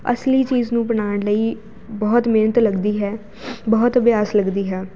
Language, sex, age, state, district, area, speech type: Punjabi, female, 18-30, Punjab, Jalandhar, urban, spontaneous